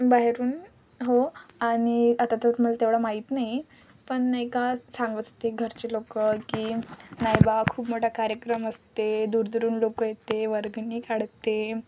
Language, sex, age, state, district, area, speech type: Marathi, female, 18-30, Maharashtra, Wardha, rural, spontaneous